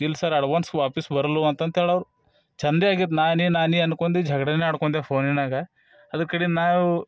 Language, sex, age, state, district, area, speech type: Kannada, male, 30-45, Karnataka, Bidar, urban, spontaneous